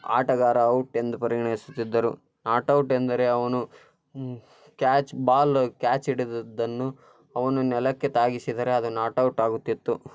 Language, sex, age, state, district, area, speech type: Kannada, male, 18-30, Karnataka, Koppal, rural, spontaneous